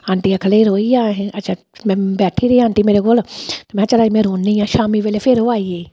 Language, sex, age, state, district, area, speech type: Dogri, female, 45-60, Jammu and Kashmir, Samba, rural, spontaneous